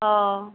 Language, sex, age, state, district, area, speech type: Assamese, female, 45-60, Assam, Nagaon, rural, conversation